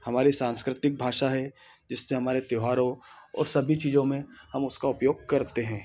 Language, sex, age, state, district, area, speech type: Hindi, male, 30-45, Madhya Pradesh, Ujjain, urban, spontaneous